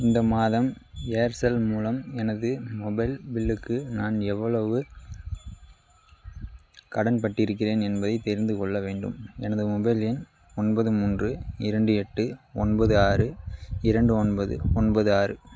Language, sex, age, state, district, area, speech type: Tamil, male, 18-30, Tamil Nadu, Madurai, urban, read